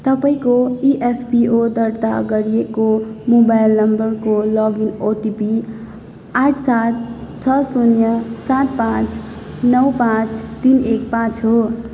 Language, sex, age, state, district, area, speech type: Nepali, female, 18-30, West Bengal, Jalpaiguri, rural, read